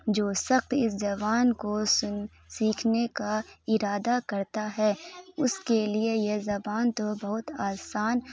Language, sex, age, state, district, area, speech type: Urdu, female, 18-30, Bihar, Saharsa, rural, spontaneous